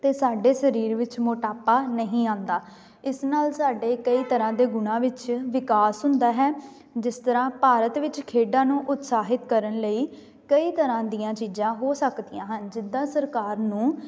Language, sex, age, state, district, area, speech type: Punjabi, female, 18-30, Punjab, Amritsar, urban, spontaneous